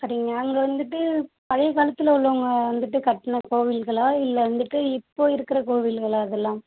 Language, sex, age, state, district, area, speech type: Tamil, female, 18-30, Tamil Nadu, Ariyalur, rural, conversation